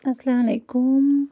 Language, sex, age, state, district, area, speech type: Kashmiri, female, 60+, Jammu and Kashmir, Budgam, rural, spontaneous